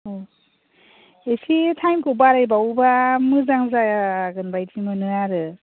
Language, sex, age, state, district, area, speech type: Bodo, female, 30-45, Assam, Kokrajhar, rural, conversation